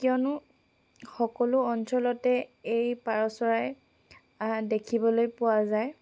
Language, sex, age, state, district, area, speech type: Assamese, female, 18-30, Assam, Sivasagar, urban, spontaneous